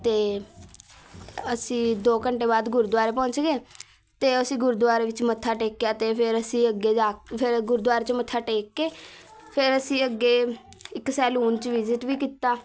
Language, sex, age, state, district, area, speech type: Punjabi, female, 18-30, Punjab, Patiala, urban, spontaneous